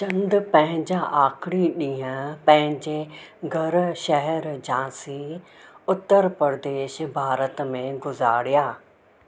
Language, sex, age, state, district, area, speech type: Sindhi, female, 60+, Maharashtra, Mumbai Suburban, urban, read